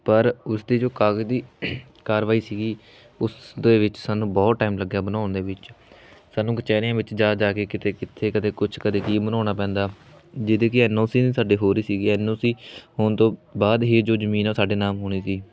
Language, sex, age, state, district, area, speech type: Punjabi, male, 18-30, Punjab, Fatehgarh Sahib, rural, spontaneous